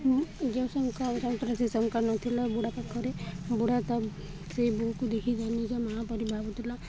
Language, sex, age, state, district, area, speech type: Odia, female, 18-30, Odisha, Balangir, urban, spontaneous